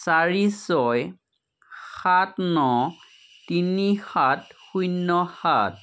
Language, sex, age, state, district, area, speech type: Assamese, male, 30-45, Assam, Majuli, urban, read